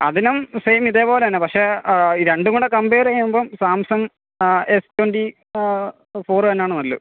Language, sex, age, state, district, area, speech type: Malayalam, male, 30-45, Kerala, Alappuzha, rural, conversation